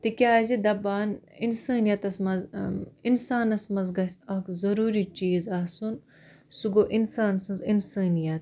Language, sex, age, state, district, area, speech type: Kashmiri, female, 18-30, Jammu and Kashmir, Baramulla, rural, spontaneous